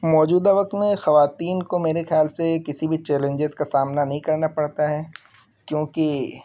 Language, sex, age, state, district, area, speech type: Urdu, male, 18-30, Uttar Pradesh, Siddharthnagar, rural, spontaneous